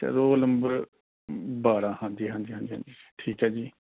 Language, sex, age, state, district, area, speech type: Punjabi, male, 30-45, Punjab, Rupnagar, rural, conversation